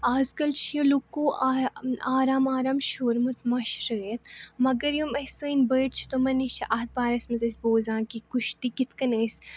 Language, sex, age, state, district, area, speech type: Kashmiri, female, 18-30, Jammu and Kashmir, Baramulla, rural, spontaneous